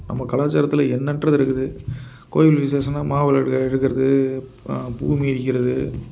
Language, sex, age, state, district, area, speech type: Tamil, male, 30-45, Tamil Nadu, Tiruppur, urban, spontaneous